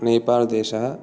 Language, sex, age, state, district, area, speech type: Sanskrit, male, 30-45, Karnataka, Uttara Kannada, rural, spontaneous